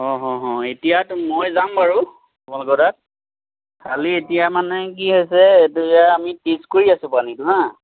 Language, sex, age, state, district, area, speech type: Assamese, male, 30-45, Assam, Majuli, urban, conversation